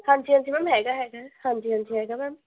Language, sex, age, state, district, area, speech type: Punjabi, female, 18-30, Punjab, Gurdaspur, urban, conversation